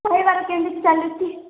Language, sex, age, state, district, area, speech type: Odia, female, 18-30, Odisha, Nabarangpur, urban, conversation